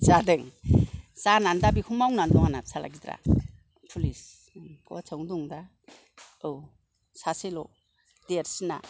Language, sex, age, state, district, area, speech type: Bodo, female, 60+, Assam, Kokrajhar, rural, spontaneous